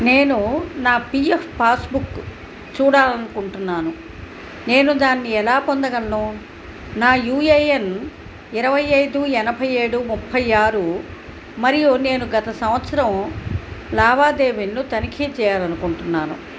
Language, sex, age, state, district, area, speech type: Telugu, female, 60+, Andhra Pradesh, Nellore, urban, read